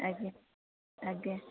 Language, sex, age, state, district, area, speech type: Odia, female, 30-45, Odisha, Jagatsinghpur, rural, conversation